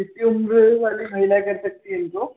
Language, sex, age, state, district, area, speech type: Hindi, male, 30-45, Madhya Pradesh, Balaghat, rural, conversation